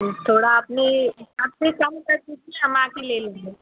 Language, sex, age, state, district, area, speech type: Hindi, female, 30-45, Uttar Pradesh, Azamgarh, urban, conversation